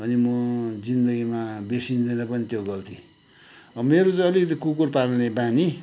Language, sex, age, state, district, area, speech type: Nepali, male, 60+, West Bengal, Kalimpong, rural, spontaneous